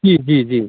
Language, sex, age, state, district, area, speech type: Hindi, male, 30-45, Bihar, Muzaffarpur, urban, conversation